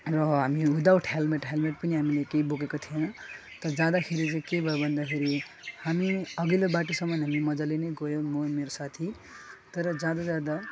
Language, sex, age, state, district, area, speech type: Nepali, male, 18-30, West Bengal, Alipurduar, rural, spontaneous